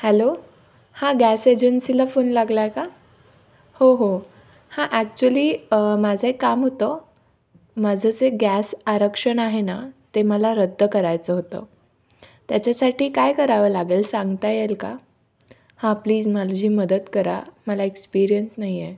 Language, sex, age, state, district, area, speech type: Marathi, female, 18-30, Maharashtra, Nashik, urban, spontaneous